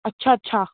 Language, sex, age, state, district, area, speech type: Punjabi, female, 18-30, Punjab, Faridkot, urban, conversation